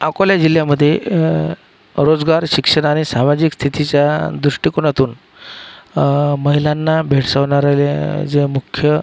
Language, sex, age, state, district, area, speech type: Marathi, male, 45-60, Maharashtra, Akola, rural, spontaneous